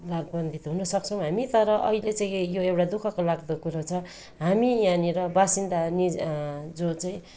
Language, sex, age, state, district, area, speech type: Nepali, female, 30-45, West Bengal, Darjeeling, rural, spontaneous